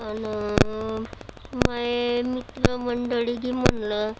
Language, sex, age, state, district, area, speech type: Marathi, female, 30-45, Maharashtra, Nagpur, urban, spontaneous